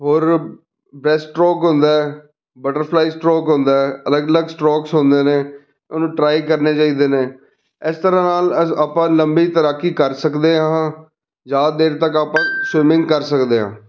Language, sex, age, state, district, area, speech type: Punjabi, male, 30-45, Punjab, Fazilka, rural, spontaneous